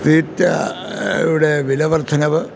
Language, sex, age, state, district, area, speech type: Malayalam, male, 60+, Kerala, Kottayam, rural, spontaneous